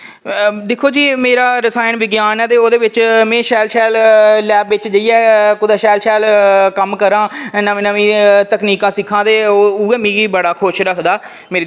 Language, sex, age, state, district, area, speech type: Dogri, male, 18-30, Jammu and Kashmir, Reasi, rural, spontaneous